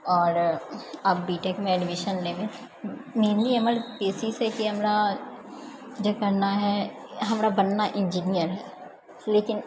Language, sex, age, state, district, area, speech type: Maithili, female, 18-30, Bihar, Purnia, rural, spontaneous